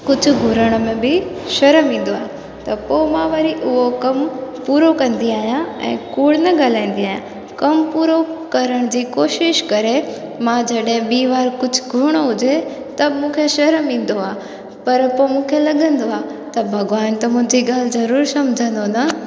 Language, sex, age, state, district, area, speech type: Sindhi, female, 18-30, Gujarat, Junagadh, rural, spontaneous